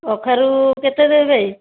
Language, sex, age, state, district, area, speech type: Odia, female, 60+, Odisha, Khordha, rural, conversation